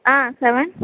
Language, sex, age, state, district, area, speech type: Tamil, female, 18-30, Tamil Nadu, Sivaganga, rural, conversation